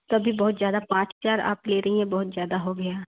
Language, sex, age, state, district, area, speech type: Hindi, female, 18-30, Uttar Pradesh, Chandauli, urban, conversation